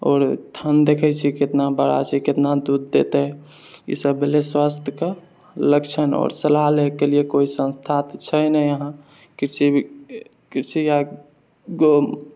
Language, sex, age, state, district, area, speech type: Maithili, male, 18-30, Bihar, Purnia, rural, spontaneous